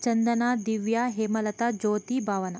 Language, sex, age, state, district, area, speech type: Kannada, female, 18-30, Karnataka, Tumkur, rural, spontaneous